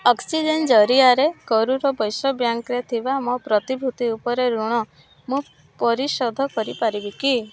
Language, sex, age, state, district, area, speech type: Odia, female, 18-30, Odisha, Rayagada, rural, read